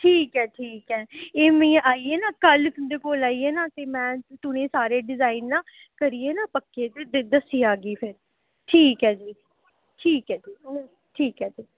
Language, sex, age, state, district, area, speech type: Dogri, female, 30-45, Jammu and Kashmir, Reasi, urban, conversation